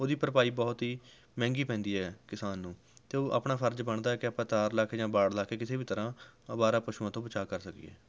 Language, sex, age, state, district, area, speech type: Punjabi, male, 18-30, Punjab, Rupnagar, rural, spontaneous